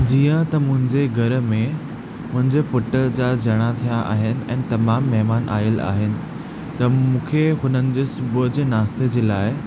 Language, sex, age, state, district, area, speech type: Sindhi, male, 18-30, Maharashtra, Thane, urban, spontaneous